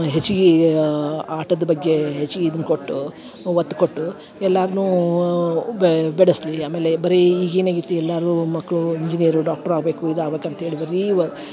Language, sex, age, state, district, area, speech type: Kannada, female, 60+, Karnataka, Dharwad, rural, spontaneous